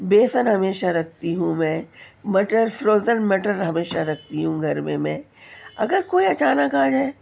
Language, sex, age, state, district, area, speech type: Urdu, female, 30-45, Delhi, Central Delhi, urban, spontaneous